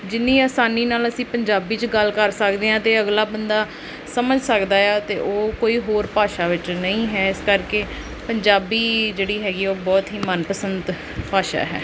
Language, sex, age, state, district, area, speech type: Punjabi, female, 18-30, Punjab, Pathankot, rural, spontaneous